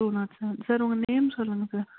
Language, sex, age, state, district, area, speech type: Tamil, female, 45-60, Tamil Nadu, Krishnagiri, rural, conversation